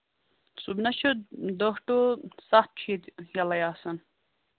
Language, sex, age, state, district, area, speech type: Kashmiri, female, 18-30, Jammu and Kashmir, Kulgam, rural, conversation